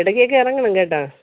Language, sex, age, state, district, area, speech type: Malayalam, female, 30-45, Kerala, Thiruvananthapuram, rural, conversation